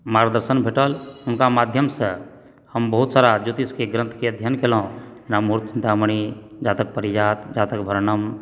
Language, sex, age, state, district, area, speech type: Maithili, female, 30-45, Bihar, Supaul, rural, spontaneous